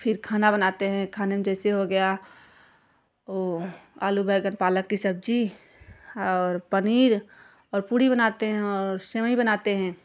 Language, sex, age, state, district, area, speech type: Hindi, female, 30-45, Uttar Pradesh, Jaunpur, urban, spontaneous